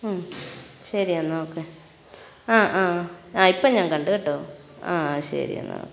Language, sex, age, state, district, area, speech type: Malayalam, female, 45-60, Kerala, Alappuzha, rural, spontaneous